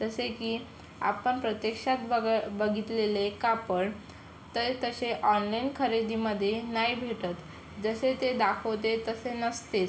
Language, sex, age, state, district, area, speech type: Marathi, female, 18-30, Maharashtra, Yavatmal, rural, spontaneous